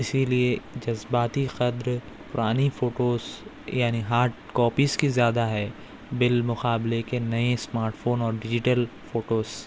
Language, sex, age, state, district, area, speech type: Urdu, male, 18-30, Telangana, Hyderabad, urban, spontaneous